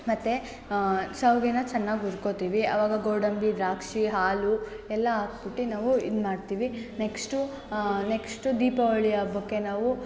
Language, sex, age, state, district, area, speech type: Kannada, female, 18-30, Karnataka, Mysore, urban, spontaneous